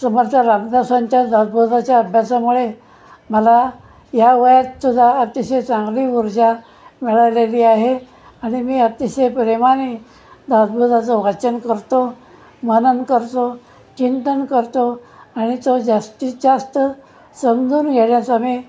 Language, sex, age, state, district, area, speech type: Marathi, male, 60+, Maharashtra, Pune, urban, spontaneous